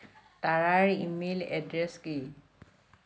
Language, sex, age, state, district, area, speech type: Assamese, female, 60+, Assam, Lakhimpur, rural, read